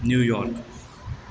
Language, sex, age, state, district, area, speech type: Maithili, male, 18-30, Bihar, Supaul, urban, spontaneous